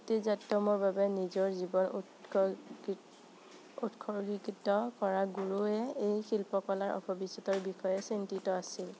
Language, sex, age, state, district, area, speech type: Assamese, female, 18-30, Assam, Morigaon, rural, read